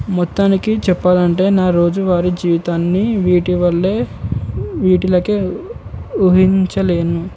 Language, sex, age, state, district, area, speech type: Telugu, male, 18-30, Telangana, Komaram Bheem, urban, spontaneous